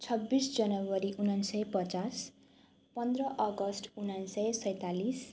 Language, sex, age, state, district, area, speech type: Nepali, female, 18-30, West Bengal, Darjeeling, rural, spontaneous